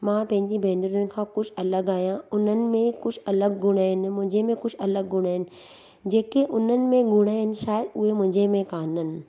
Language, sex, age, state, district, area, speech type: Sindhi, female, 30-45, Gujarat, Surat, urban, spontaneous